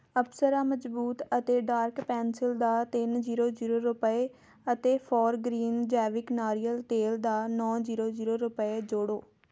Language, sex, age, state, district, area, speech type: Punjabi, female, 18-30, Punjab, Tarn Taran, rural, read